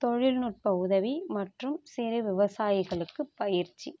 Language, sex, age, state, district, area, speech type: Tamil, female, 45-60, Tamil Nadu, Tiruvarur, rural, spontaneous